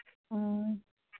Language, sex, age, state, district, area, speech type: Manipuri, female, 45-60, Manipur, Churachandpur, urban, conversation